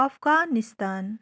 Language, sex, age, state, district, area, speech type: Nepali, female, 30-45, West Bengal, Darjeeling, rural, spontaneous